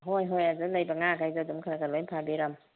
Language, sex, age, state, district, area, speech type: Manipuri, female, 60+, Manipur, Kangpokpi, urban, conversation